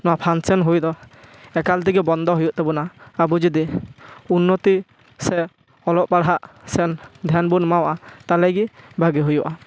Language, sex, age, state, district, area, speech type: Santali, male, 18-30, West Bengal, Purba Bardhaman, rural, spontaneous